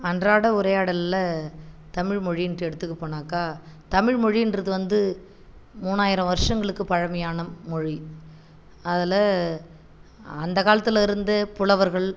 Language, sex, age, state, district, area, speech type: Tamil, female, 45-60, Tamil Nadu, Viluppuram, rural, spontaneous